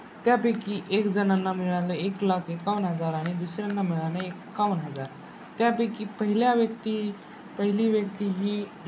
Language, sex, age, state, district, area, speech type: Marathi, male, 18-30, Maharashtra, Nanded, rural, spontaneous